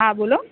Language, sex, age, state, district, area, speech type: Gujarati, female, 30-45, Gujarat, Surat, urban, conversation